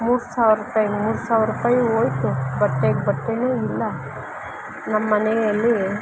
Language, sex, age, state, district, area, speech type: Kannada, female, 45-60, Karnataka, Kolar, rural, spontaneous